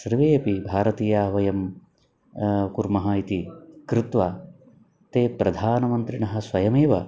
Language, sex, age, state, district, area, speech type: Sanskrit, male, 45-60, Karnataka, Uttara Kannada, rural, spontaneous